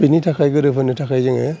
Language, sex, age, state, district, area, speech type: Bodo, male, 45-60, Assam, Kokrajhar, urban, spontaneous